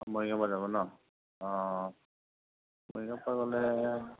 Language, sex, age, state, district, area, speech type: Assamese, male, 45-60, Assam, Nagaon, rural, conversation